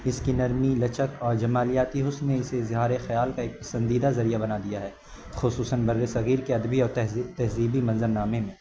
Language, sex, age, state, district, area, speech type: Urdu, male, 18-30, Uttar Pradesh, Azamgarh, rural, spontaneous